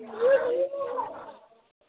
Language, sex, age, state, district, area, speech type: Dogri, female, 30-45, Jammu and Kashmir, Reasi, rural, conversation